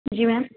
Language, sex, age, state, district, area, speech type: Urdu, female, 18-30, Uttar Pradesh, Gautam Buddha Nagar, rural, conversation